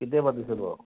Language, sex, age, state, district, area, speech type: Assamese, male, 30-45, Assam, Majuli, urban, conversation